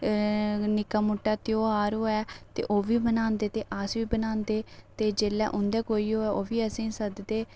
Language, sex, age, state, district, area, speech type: Dogri, female, 18-30, Jammu and Kashmir, Reasi, rural, spontaneous